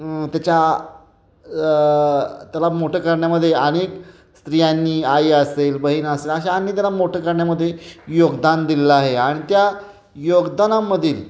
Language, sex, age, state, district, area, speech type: Marathi, male, 30-45, Maharashtra, Satara, urban, spontaneous